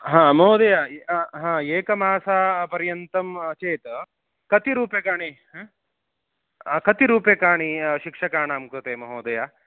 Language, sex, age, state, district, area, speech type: Sanskrit, male, 30-45, Karnataka, Shimoga, rural, conversation